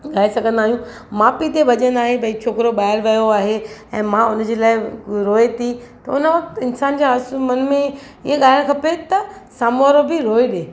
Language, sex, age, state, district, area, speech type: Sindhi, female, 45-60, Maharashtra, Mumbai Suburban, urban, spontaneous